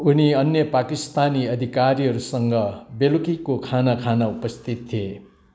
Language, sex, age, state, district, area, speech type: Nepali, male, 60+, West Bengal, Kalimpong, rural, read